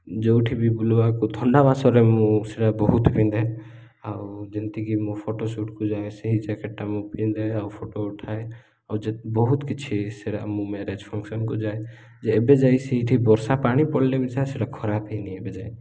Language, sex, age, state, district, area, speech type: Odia, male, 30-45, Odisha, Koraput, urban, spontaneous